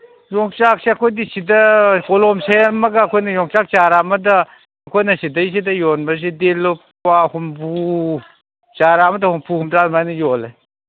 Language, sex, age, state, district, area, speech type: Manipuri, male, 45-60, Manipur, Kangpokpi, urban, conversation